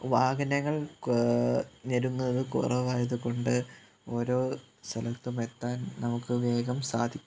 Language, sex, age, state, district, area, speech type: Malayalam, male, 18-30, Kerala, Kollam, rural, spontaneous